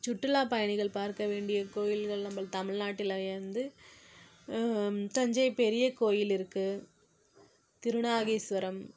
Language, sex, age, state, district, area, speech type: Tamil, female, 18-30, Tamil Nadu, Perambalur, urban, spontaneous